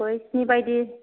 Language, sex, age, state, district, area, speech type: Bodo, female, 45-60, Assam, Chirang, rural, conversation